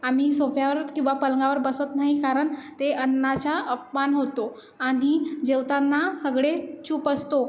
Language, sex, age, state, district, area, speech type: Marathi, female, 18-30, Maharashtra, Nagpur, urban, spontaneous